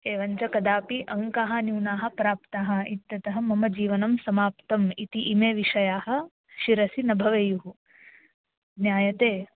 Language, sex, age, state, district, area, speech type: Sanskrit, female, 18-30, Maharashtra, Washim, urban, conversation